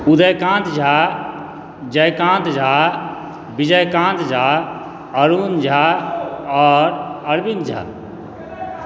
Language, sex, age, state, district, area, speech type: Maithili, male, 45-60, Bihar, Supaul, rural, spontaneous